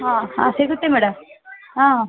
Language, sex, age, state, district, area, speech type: Kannada, female, 30-45, Karnataka, Chamarajanagar, rural, conversation